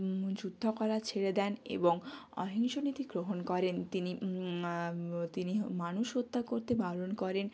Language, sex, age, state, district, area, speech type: Bengali, female, 18-30, West Bengal, Jalpaiguri, rural, spontaneous